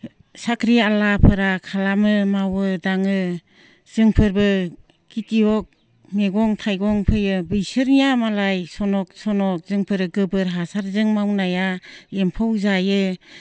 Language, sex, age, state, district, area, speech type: Bodo, female, 60+, Assam, Baksa, rural, spontaneous